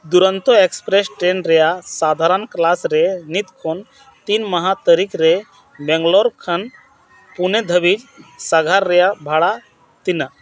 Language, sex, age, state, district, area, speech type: Santali, male, 45-60, Jharkhand, Bokaro, rural, read